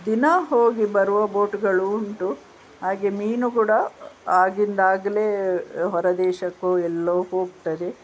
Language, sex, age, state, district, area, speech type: Kannada, female, 60+, Karnataka, Udupi, rural, spontaneous